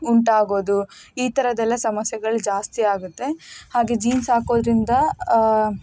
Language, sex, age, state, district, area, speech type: Kannada, female, 30-45, Karnataka, Davanagere, rural, spontaneous